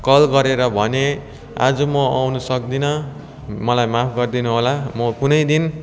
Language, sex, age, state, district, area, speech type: Nepali, male, 18-30, West Bengal, Darjeeling, rural, spontaneous